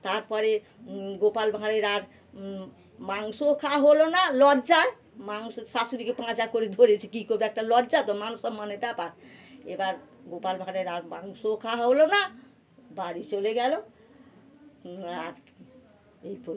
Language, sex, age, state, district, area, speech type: Bengali, female, 60+, West Bengal, North 24 Parganas, urban, spontaneous